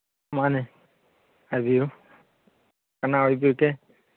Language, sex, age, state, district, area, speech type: Manipuri, male, 30-45, Manipur, Churachandpur, rural, conversation